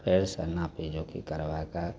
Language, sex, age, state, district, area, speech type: Maithili, male, 45-60, Bihar, Madhepura, rural, spontaneous